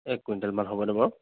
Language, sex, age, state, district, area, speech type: Assamese, male, 45-60, Assam, Dhemaji, rural, conversation